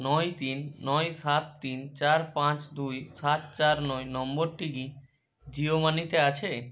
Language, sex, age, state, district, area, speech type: Bengali, male, 30-45, West Bengal, Hooghly, urban, read